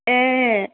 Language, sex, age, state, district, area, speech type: Bodo, female, 45-60, Assam, Chirang, rural, conversation